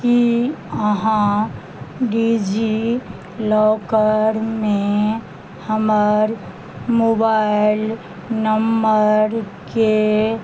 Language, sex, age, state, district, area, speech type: Maithili, female, 60+, Bihar, Madhubani, rural, read